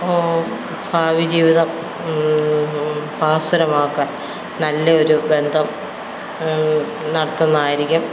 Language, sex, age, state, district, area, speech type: Malayalam, female, 45-60, Kerala, Kottayam, rural, spontaneous